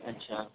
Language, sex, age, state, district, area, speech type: Urdu, male, 18-30, Uttar Pradesh, Saharanpur, urban, conversation